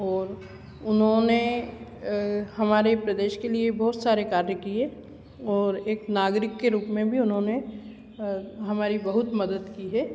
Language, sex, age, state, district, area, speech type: Hindi, female, 60+, Madhya Pradesh, Ujjain, urban, spontaneous